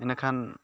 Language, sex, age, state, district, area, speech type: Santali, male, 18-30, West Bengal, Purulia, rural, spontaneous